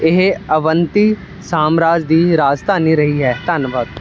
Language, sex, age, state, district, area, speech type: Punjabi, male, 18-30, Punjab, Ludhiana, rural, read